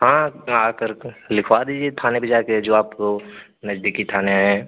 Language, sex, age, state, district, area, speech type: Hindi, male, 18-30, Uttar Pradesh, Azamgarh, rural, conversation